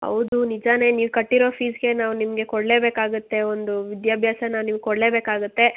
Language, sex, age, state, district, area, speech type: Kannada, female, 18-30, Karnataka, Kolar, rural, conversation